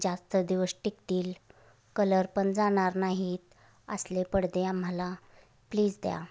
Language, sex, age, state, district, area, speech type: Marathi, female, 30-45, Maharashtra, Sangli, rural, spontaneous